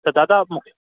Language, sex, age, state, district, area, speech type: Sindhi, male, 18-30, Rajasthan, Ajmer, urban, conversation